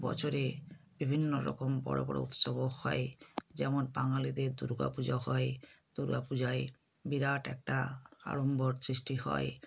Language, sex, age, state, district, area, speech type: Bengali, female, 60+, West Bengal, South 24 Parganas, rural, spontaneous